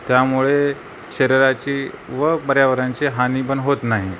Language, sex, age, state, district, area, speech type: Marathi, male, 45-60, Maharashtra, Nanded, rural, spontaneous